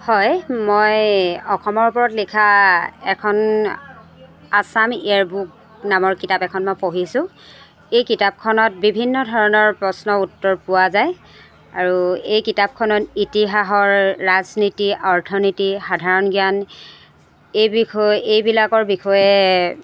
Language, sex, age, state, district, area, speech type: Assamese, female, 45-60, Assam, Jorhat, urban, spontaneous